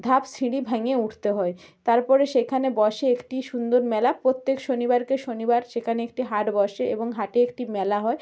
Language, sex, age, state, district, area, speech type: Bengali, female, 30-45, West Bengal, North 24 Parganas, rural, spontaneous